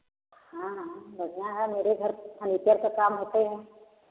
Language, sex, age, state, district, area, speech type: Hindi, female, 60+, Uttar Pradesh, Varanasi, rural, conversation